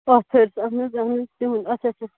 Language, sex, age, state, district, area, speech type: Kashmiri, female, 18-30, Jammu and Kashmir, Srinagar, rural, conversation